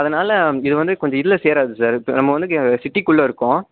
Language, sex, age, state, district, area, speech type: Tamil, male, 18-30, Tamil Nadu, Nilgiris, urban, conversation